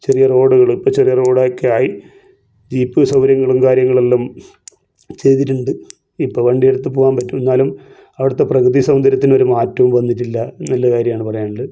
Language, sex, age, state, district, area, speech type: Malayalam, male, 45-60, Kerala, Kasaragod, rural, spontaneous